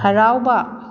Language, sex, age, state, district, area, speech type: Manipuri, female, 45-60, Manipur, Kakching, rural, read